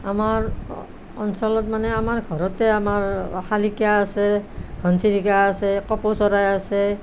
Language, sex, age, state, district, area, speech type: Assamese, female, 60+, Assam, Nalbari, rural, spontaneous